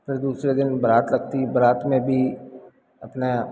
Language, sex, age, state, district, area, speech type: Hindi, male, 45-60, Madhya Pradesh, Hoshangabad, rural, spontaneous